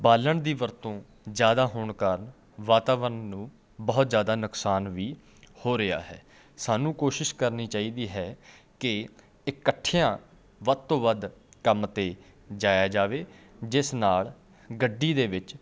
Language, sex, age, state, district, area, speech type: Punjabi, male, 30-45, Punjab, Patiala, rural, spontaneous